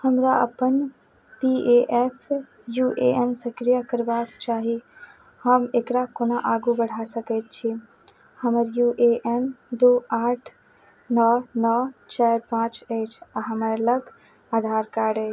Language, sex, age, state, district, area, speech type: Maithili, female, 30-45, Bihar, Madhubani, rural, read